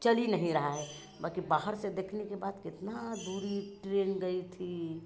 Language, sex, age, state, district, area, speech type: Hindi, female, 60+, Uttar Pradesh, Chandauli, rural, spontaneous